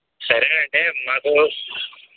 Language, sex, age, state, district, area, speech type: Telugu, male, 18-30, Andhra Pradesh, N T Rama Rao, rural, conversation